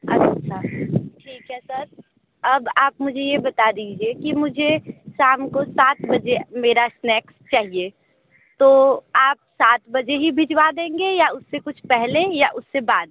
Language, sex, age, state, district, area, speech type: Hindi, female, 30-45, Uttar Pradesh, Sonbhadra, rural, conversation